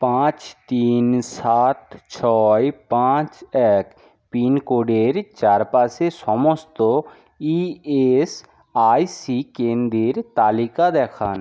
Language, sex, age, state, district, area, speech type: Bengali, male, 45-60, West Bengal, Jhargram, rural, read